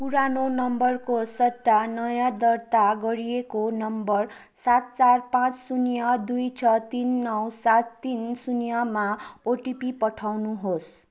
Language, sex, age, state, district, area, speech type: Nepali, female, 18-30, West Bengal, Darjeeling, rural, read